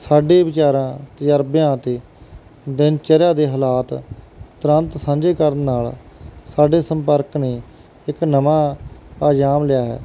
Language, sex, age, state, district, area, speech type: Punjabi, male, 30-45, Punjab, Barnala, urban, spontaneous